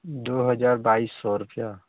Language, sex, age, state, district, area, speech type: Hindi, male, 18-30, Uttar Pradesh, Varanasi, rural, conversation